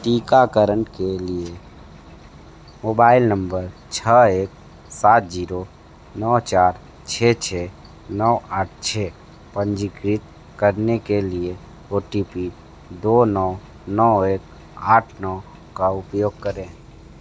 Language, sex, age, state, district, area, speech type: Hindi, male, 30-45, Uttar Pradesh, Sonbhadra, rural, read